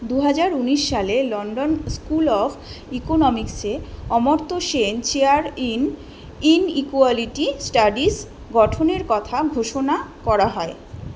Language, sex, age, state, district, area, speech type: Bengali, female, 18-30, West Bengal, South 24 Parganas, urban, read